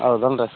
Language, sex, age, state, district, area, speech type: Kannada, male, 30-45, Karnataka, Vijayapura, urban, conversation